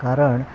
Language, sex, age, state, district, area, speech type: Marathi, male, 30-45, Maharashtra, Ratnagiri, urban, spontaneous